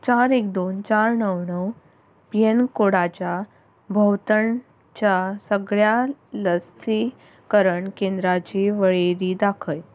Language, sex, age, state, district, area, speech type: Goan Konkani, female, 18-30, Goa, Ponda, rural, read